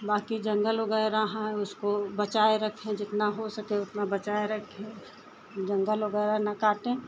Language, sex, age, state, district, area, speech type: Hindi, female, 60+, Uttar Pradesh, Lucknow, rural, spontaneous